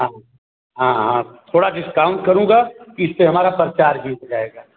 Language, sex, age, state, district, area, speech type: Hindi, male, 45-60, Uttar Pradesh, Azamgarh, rural, conversation